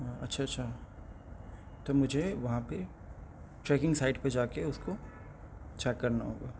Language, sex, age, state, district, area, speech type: Urdu, male, 18-30, Delhi, North East Delhi, urban, spontaneous